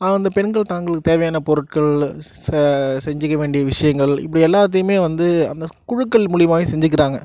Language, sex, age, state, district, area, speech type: Tamil, male, 18-30, Tamil Nadu, Nagapattinam, rural, spontaneous